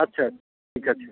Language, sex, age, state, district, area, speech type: Bengali, male, 18-30, West Bengal, South 24 Parganas, rural, conversation